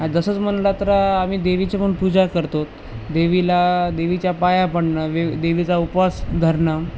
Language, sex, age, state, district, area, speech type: Marathi, male, 30-45, Maharashtra, Nanded, rural, spontaneous